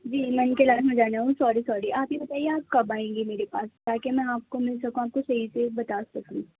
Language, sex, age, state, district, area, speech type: Urdu, female, 18-30, Delhi, Central Delhi, urban, conversation